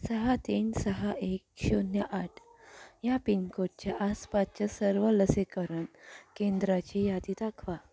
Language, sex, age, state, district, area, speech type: Marathi, female, 18-30, Maharashtra, Thane, urban, read